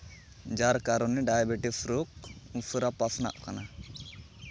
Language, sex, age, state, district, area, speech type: Santali, male, 18-30, West Bengal, Malda, rural, spontaneous